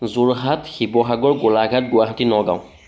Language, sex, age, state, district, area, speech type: Assamese, male, 30-45, Assam, Jorhat, urban, spontaneous